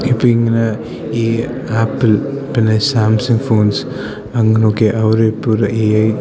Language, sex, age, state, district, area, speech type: Malayalam, male, 18-30, Kerala, Idukki, rural, spontaneous